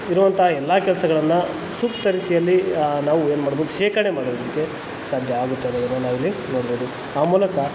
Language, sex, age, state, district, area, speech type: Kannada, male, 30-45, Karnataka, Kolar, rural, spontaneous